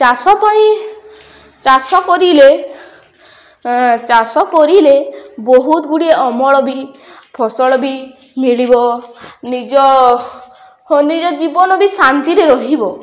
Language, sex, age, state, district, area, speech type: Odia, female, 18-30, Odisha, Balangir, urban, spontaneous